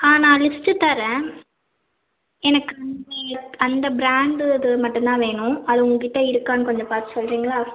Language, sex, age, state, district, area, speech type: Tamil, female, 45-60, Tamil Nadu, Madurai, urban, conversation